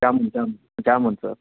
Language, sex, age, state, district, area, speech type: Kannada, male, 30-45, Karnataka, Gadag, urban, conversation